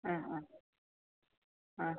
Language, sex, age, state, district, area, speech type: Malayalam, female, 30-45, Kerala, Kasaragod, rural, conversation